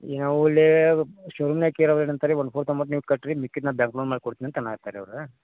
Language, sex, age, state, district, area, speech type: Kannada, male, 30-45, Karnataka, Vijayapura, rural, conversation